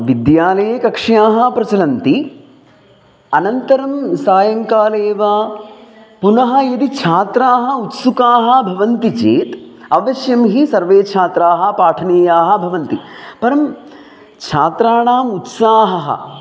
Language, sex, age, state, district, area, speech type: Sanskrit, male, 30-45, Kerala, Palakkad, urban, spontaneous